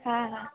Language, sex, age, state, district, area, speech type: Marathi, female, 18-30, Maharashtra, Kolhapur, rural, conversation